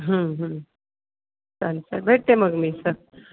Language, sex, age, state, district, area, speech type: Marathi, female, 45-60, Maharashtra, Nashik, urban, conversation